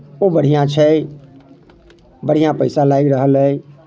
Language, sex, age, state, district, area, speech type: Maithili, male, 30-45, Bihar, Muzaffarpur, rural, spontaneous